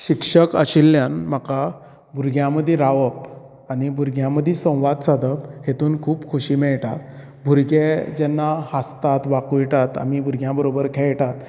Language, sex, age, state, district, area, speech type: Goan Konkani, male, 30-45, Goa, Canacona, rural, spontaneous